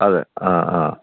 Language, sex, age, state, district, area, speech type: Malayalam, male, 60+, Kerala, Thiruvananthapuram, urban, conversation